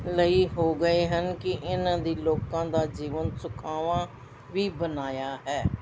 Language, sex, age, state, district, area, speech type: Punjabi, female, 60+, Punjab, Mohali, urban, spontaneous